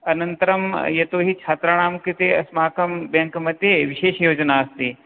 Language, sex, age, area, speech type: Sanskrit, male, 30-45, urban, conversation